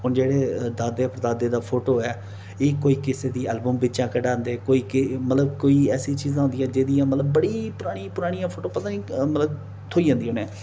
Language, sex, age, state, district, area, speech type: Dogri, male, 30-45, Jammu and Kashmir, Reasi, urban, spontaneous